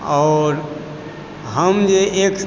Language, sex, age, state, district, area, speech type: Maithili, male, 45-60, Bihar, Supaul, rural, spontaneous